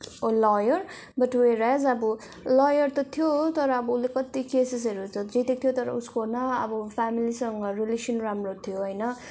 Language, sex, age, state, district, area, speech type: Nepali, female, 18-30, West Bengal, Darjeeling, rural, spontaneous